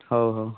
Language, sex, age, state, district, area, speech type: Odia, male, 18-30, Odisha, Malkangiri, urban, conversation